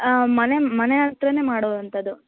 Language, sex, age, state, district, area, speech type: Kannada, female, 18-30, Karnataka, Bellary, rural, conversation